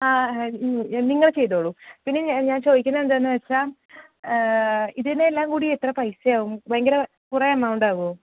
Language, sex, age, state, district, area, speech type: Malayalam, female, 18-30, Kerala, Thrissur, urban, conversation